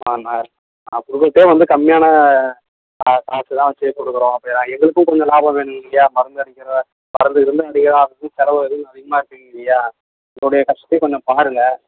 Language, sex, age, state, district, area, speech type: Tamil, male, 18-30, Tamil Nadu, Tiruvannamalai, urban, conversation